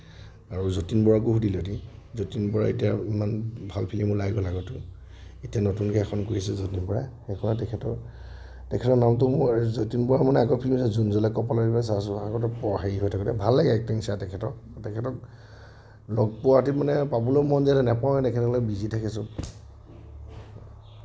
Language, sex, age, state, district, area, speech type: Assamese, male, 30-45, Assam, Nagaon, rural, spontaneous